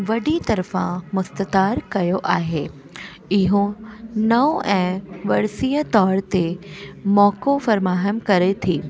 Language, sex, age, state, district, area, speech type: Sindhi, female, 18-30, Delhi, South Delhi, urban, spontaneous